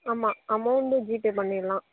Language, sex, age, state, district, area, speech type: Tamil, female, 18-30, Tamil Nadu, Nagapattinam, urban, conversation